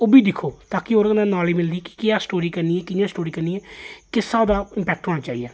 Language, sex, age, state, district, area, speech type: Dogri, male, 30-45, Jammu and Kashmir, Jammu, urban, spontaneous